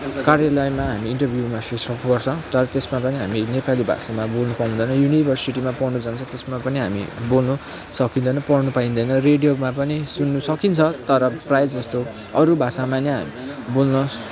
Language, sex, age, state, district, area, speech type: Nepali, male, 18-30, West Bengal, Kalimpong, rural, spontaneous